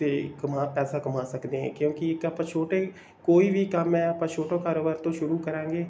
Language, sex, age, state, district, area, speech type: Punjabi, male, 18-30, Punjab, Bathinda, rural, spontaneous